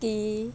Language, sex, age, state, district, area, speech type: Punjabi, female, 60+, Punjab, Muktsar, urban, read